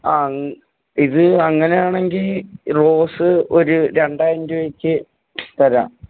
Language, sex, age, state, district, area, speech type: Malayalam, male, 18-30, Kerala, Kottayam, rural, conversation